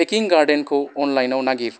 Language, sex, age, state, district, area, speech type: Bodo, male, 45-60, Assam, Kokrajhar, urban, read